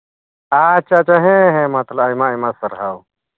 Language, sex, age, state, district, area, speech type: Santali, male, 45-60, West Bengal, Birbhum, rural, conversation